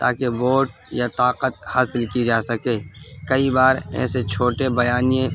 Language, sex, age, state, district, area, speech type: Urdu, male, 18-30, Delhi, North East Delhi, urban, spontaneous